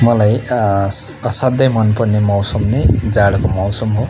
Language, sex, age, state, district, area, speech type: Nepali, male, 18-30, West Bengal, Darjeeling, rural, spontaneous